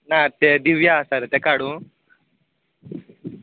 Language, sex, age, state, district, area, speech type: Goan Konkani, male, 18-30, Goa, Bardez, urban, conversation